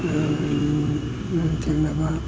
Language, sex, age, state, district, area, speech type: Manipuri, male, 60+, Manipur, Kakching, rural, spontaneous